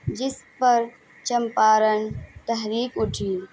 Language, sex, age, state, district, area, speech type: Urdu, female, 18-30, Bihar, Madhubani, urban, spontaneous